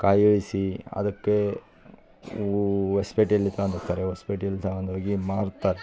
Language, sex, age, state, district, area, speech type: Kannada, male, 30-45, Karnataka, Vijayanagara, rural, spontaneous